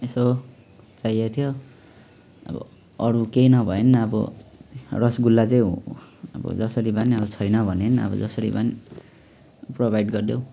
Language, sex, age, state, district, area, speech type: Nepali, male, 18-30, West Bengal, Jalpaiguri, rural, spontaneous